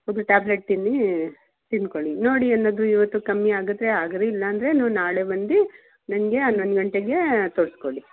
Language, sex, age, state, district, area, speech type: Kannada, female, 45-60, Karnataka, Mysore, urban, conversation